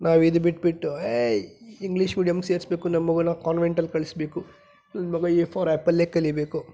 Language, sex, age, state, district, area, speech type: Kannada, male, 45-60, Karnataka, Chikkaballapur, rural, spontaneous